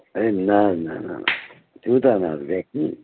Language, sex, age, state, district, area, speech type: Kashmiri, male, 18-30, Jammu and Kashmir, Bandipora, rural, conversation